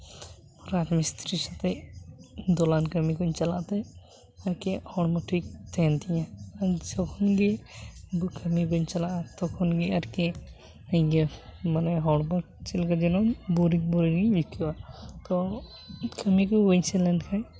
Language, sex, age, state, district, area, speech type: Santali, male, 18-30, West Bengal, Uttar Dinajpur, rural, spontaneous